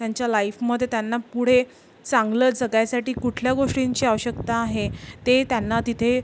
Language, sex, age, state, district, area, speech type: Marathi, female, 45-60, Maharashtra, Yavatmal, urban, spontaneous